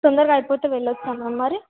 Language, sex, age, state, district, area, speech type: Telugu, female, 18-30, Telangana, Suryapet, urban, conversation